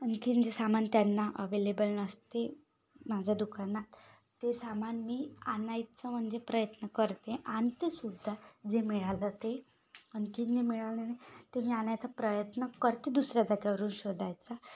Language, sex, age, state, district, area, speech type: Marathi, female, 18-30, Maharashtra, Yavatmal, rural, spontaneous